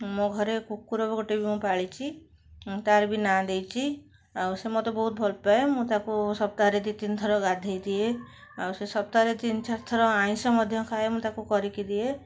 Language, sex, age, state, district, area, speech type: Odia, female, 30-45, Odisha, Cuttack, urban, spontaneous